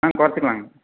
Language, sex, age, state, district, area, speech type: Tamil, male, 18-30, Tamil Nadu, Erode, rural, conversation